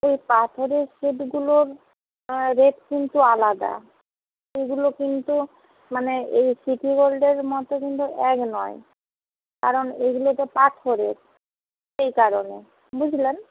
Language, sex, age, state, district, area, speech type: Bengali, female, 60+, West Bengal, Purba Medinipur, rural, conversation